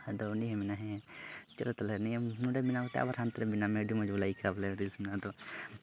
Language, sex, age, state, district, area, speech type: Santali, male, 18-30, Jharkhand, Pakur, rural, spontaneous